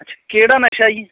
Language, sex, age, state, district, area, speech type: Punjabi, male, 30-45, Punjab, Bathinda, rural, conversation